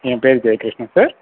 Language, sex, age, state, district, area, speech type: Tamil, male, 18-30, Tamil Nadu, Sivaganga, rural, conversation